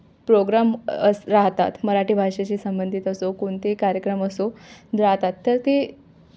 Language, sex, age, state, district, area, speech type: Marathi, female, 18-30, Maharashtra, Amravati, rural, spontaneous